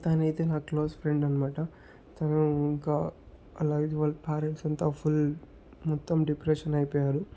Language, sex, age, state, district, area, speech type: Telugu, male, 18-30, Andhra Pradesh, Chittoor, urban, spontaneous